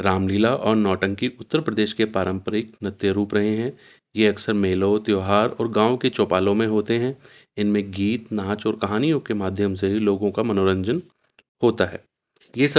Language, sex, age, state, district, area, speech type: Urdu, male, 45-60, Uttar Pradesh, Ghaziabad, urban, spontaneous